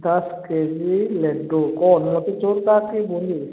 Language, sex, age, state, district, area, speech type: Hindi, male, 30-45, Uttar Pradesh, Prayagraj, rural, conversation